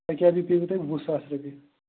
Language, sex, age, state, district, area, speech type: Kashmiri, male, 18-30, Jammu and Kashmir, Pulwama, rural, conversation